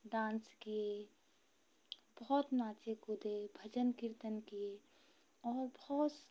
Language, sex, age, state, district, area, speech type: Hindi, female, 30-45, Madhya Pradesh, Hoshangabad, urban, spontaneous